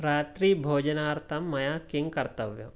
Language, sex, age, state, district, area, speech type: Sanskrit, male, 18-30, Karnataka, Mysore, rural, read